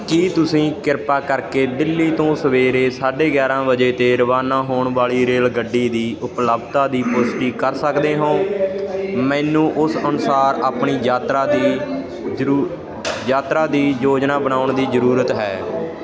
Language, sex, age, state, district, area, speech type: Punjabi, male, 18-30, Punjab, Ludhiana, rural, read